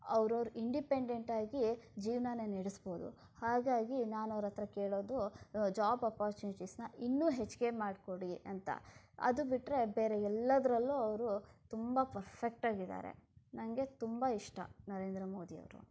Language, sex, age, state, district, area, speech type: Kannada, female, 30-45, Karnataka, Shimoga, rural, spontaneous